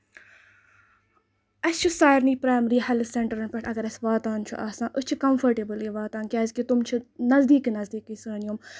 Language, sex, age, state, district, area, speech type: Kashmiri, female, 18-30, Jammu and Kashmir, Ganderbal, rural, spontaneous